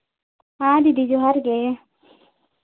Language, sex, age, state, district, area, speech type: Santali, female, 18-30, Jharkhand, Seraikela Kharsawan, rural, conversation